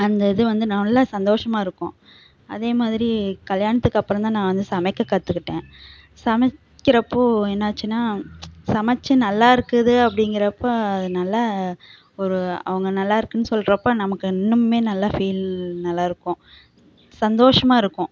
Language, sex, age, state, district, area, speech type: Tamil, female, 30-45, Tamil Nadu, Namakkal, rural, spontaneous